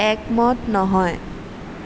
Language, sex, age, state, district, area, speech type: Assamese, female, 18-30, Assam, Jorhat, urban, read